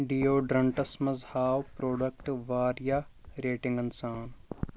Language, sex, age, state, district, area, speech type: Kashmiri, male, 30-45, Jammu and Kashmir, Kulgam, rural, read